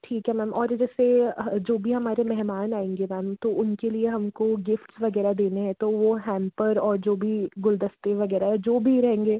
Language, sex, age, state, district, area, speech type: Hindi, female, 30-45, Madhya Pradesh, Jabalpur, urban, conversation